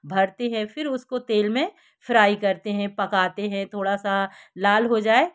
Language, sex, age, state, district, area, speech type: Hindi, female, 60+, Madhya Pradesh, Jabalpur, urban, spontaneous